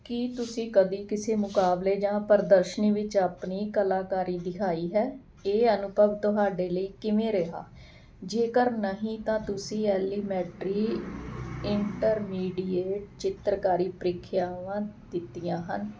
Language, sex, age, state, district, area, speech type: Punjabi, female, 45-60, Punjab, Ludhiana, urban, spontaneous